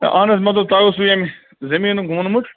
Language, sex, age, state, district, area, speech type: Kashmiri, male, 45-60, Jammu and Kashmir, Bandipora, rural, conversation